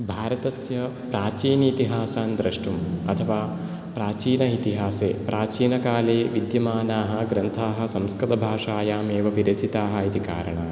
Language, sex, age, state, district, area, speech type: Sanskrit, male, 18-30, Kerala, Ernakulam, urban, spontaneous